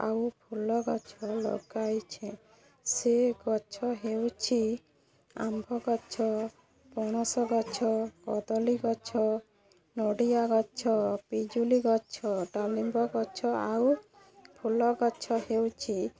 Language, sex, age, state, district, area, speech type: Odia, female, 30-45, Odisha, Balangir, urban, spontaneous